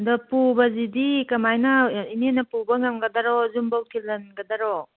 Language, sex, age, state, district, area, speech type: Manipuri, female, 45-60, Manipur, Kangpokpi, urban, conversation